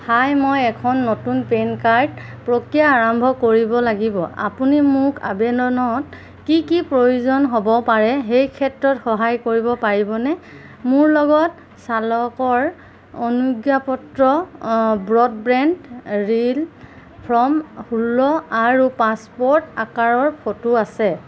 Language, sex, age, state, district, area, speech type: Assamese, female, 45-60, Assam, Golaghat, urban, read